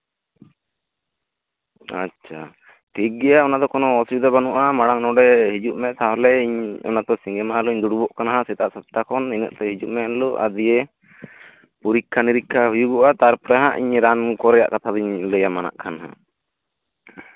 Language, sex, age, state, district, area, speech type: Santali, male, 18-30, West Bengal, Bankura, rural, conversation